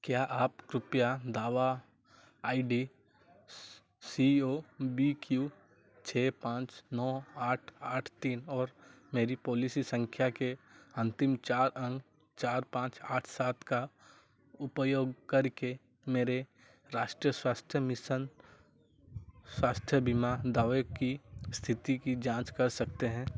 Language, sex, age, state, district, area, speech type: Hindi, male, 45-60, Madhya Pradesh, Chhindwara, rural, read